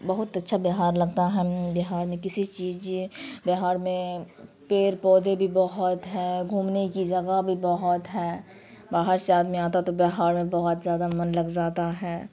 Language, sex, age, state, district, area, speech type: Urdu, female, 18-30, Bihar, Khagaria, rural, spontaneous